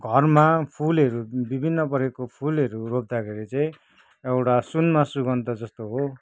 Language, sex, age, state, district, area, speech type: Nepali, male, 45-60, West Bengal, Kalimpong, rural, spontaneous